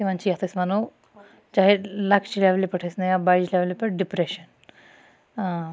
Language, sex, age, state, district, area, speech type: Kashmiri, female, 30-45, Jammu and Kashmir, Budgam, rural, spontaneous